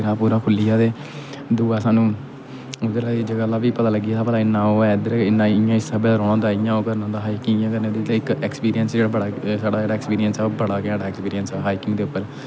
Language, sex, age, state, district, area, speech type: Dogri, male, 18-30, Jammu and Kashmir, Kathua, rural, spontaneous